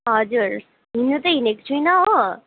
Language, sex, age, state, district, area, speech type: Nepali, female, 18-30, West Bengal, Darjeeling, rural, conversation